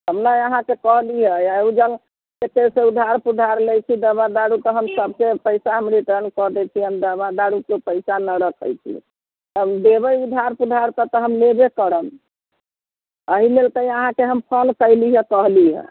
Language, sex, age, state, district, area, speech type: Maithili, female, 60+, Bihar, Muzaffarpur, rural, conversation